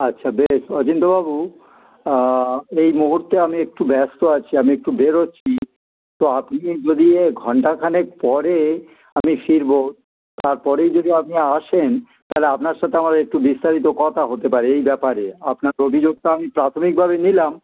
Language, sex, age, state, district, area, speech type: Bengali, male, 60+, West Bengal, Dakshin Dinajpur, rural, conversation